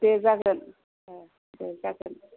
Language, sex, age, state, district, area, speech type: Bodo, female, 60+, Assam, Kokrajhar, rural, conversation